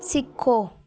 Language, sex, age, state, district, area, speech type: Punjabi, female, 18-30, Punjab, Patiala, urban, read